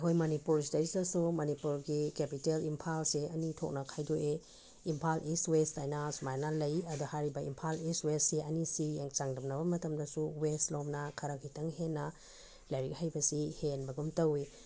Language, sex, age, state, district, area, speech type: Manipuri, female, 45-60, Manipur, Tengnoupal, urban, spontaneous